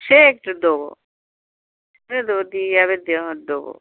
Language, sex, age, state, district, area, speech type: Bengali, female, 60+, West Bengal, Dakshin Dinajpur, rural, conversation